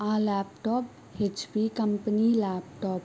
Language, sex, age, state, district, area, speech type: Telugu, female, 18-30, Andhra Pradesh, Kakinada, rural, spontaneous